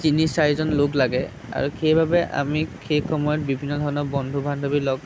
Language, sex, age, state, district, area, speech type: Assamese, male, 18-30, Assam, Sonitpur, rural, spontaneous